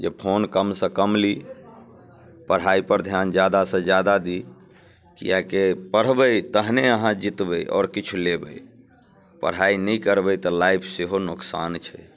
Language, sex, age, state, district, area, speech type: Maithili, male, 30-45, Bihar, Muzaffarpur, urban, spontaneous